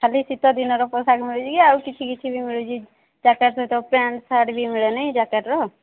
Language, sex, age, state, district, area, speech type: Odia, male, 18-30, Odisha, Sambalpur, rural, conversation